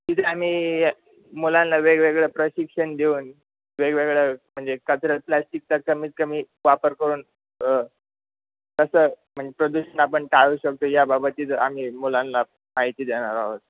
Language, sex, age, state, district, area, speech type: Marathi, male, 18-30, Maharashtra, Ahmednagar, rural, conversation